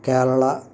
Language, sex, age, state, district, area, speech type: Telugu, male, 45-60, Andhra Pradesh, Krishna, rural, spontaneous